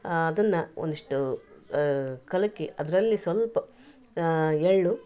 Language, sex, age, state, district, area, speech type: Kannada, female, 60+, Karnataka, Koppal, rural, spontaneous